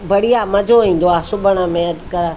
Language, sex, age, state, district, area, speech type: Sindhi, female, 45-60, Delhi, South Delhi, urban, spontaneous